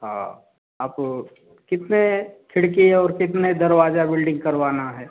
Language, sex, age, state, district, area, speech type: Hindi, male, 30-45, Uttar Pradesh, Prayagraj, rural, conversation